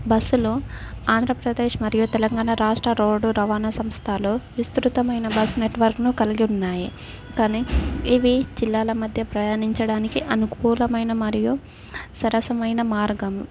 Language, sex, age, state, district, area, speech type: Telugu, female, 18-30, Telangana, Adilabad, rural, spontaneous